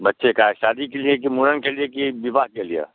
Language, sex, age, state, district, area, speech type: Hindi, male, 60+, Bihar, Muzaffarpur, rural, conversation